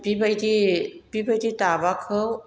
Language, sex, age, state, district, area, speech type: Bodo, female, 45-60, Assam, Chirang, rural, spontaneous